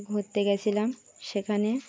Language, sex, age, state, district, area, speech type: Bengali, female, 30-45, West Bengal, Birbhum, urban, spontaneous